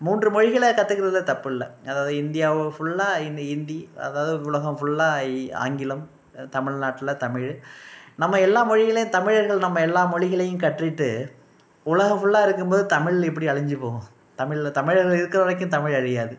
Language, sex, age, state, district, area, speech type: Tamil, male, 45-60, Tamil Nadu, Thanjavur, rural, spontaneous